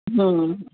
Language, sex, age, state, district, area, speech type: Gujarati, female, 45-60, Gujarat, Valsad, rural, conversation